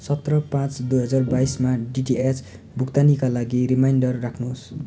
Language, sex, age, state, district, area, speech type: Nepali, male, 18-30, West Bengal, Darjeeling, rural, read